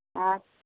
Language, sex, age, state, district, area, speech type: Maithili, female, 45-60, Bihar, Madhepura, urban, conversation